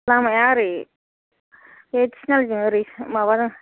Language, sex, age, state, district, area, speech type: Bodo, female, 45-60, Assam, Kokrajhar, rural, conversation